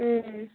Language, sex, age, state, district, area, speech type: Kannada, female, 18-30, Karnataka, Tumkur, urban, conversation